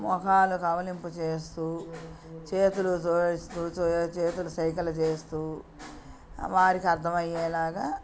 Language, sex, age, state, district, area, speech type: Telugu, female, 60+, Andhra Pradesh, Bapatla, urban, spontaneous